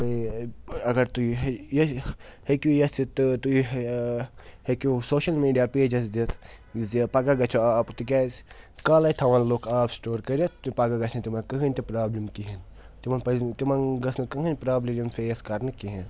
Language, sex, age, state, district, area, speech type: Kashmiri, male, 18-30, Jammu and Kashmir, Srinagar, urban, spontaneous